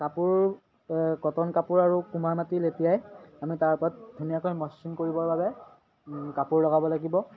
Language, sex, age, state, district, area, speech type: Assamese, male, 18-30, Assam, Majuli, urban, spontaneous